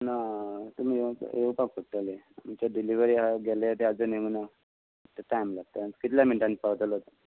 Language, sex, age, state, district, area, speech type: Goan Konkani, male, 45-60, Goa, Tiswadi, rural, conversation